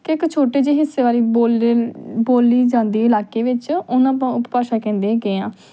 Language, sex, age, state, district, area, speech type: Punjabi, female, 18-30, Punjab, Tarn Taran, urban, spontaneous